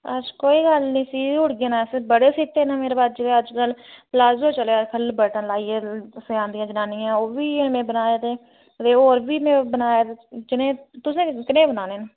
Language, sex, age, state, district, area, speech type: Dogri, female, 18-30, Jammu and Kashmir, Reasi, rural, conversation